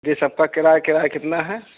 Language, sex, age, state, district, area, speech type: Urdu, male, 18-30, Uttar Pradesh, Saharanpur, urban, conversation